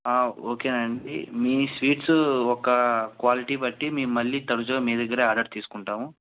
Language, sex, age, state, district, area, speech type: Telugu, male, 18-30, Andhra Pradesh, Anantapur, urban, conversation